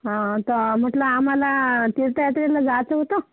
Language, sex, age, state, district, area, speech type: Marathi, female, 45-60, Maharashtra, Washim, rural, conversation